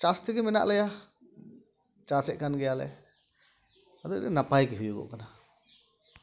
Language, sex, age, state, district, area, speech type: Santali, male, 30-45, West Bengal, Dakshin Dinajpur, rural, spontaneous